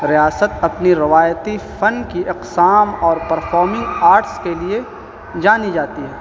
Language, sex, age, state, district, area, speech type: Urdu, male, 18-30, Bihar, Gaya, urban, spontaneous